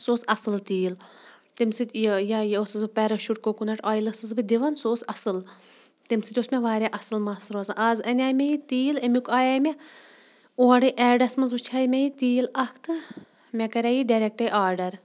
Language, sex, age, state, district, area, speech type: Kashmiri, female, 30-45, Jammu and Kashmir, Kulgam, rural, spontaneous